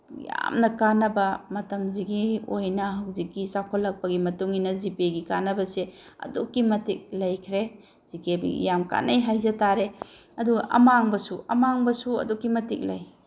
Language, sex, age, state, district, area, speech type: Manipuri, female, 45-60, Manipur, Bishnupur, rural, spontaneous